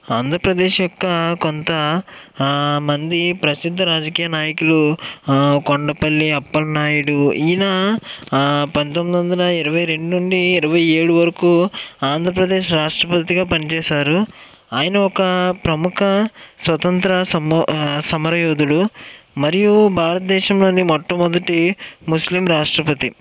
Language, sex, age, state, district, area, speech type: Telugu, male, 18-30, Andhra Pradesh, Eluru, urban, spontaneous